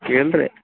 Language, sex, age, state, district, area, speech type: Kannada, male, 18-30, Karnataka, Gulbarga, urban, conversation